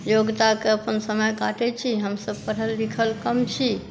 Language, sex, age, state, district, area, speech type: Maithili, female, 60+, Bihar, Saharsa, rural, spontaneous